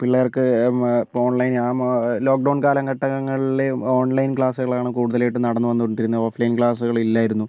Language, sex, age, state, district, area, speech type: Malayalam, male, 30-45, Kerala, Wayanad, rural, spontaneous